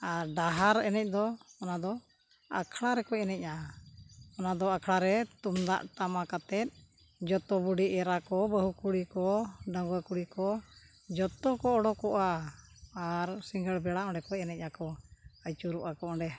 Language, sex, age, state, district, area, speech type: Santali, female, 60+, Odisha, Mayurbhanj, rural, spontaneous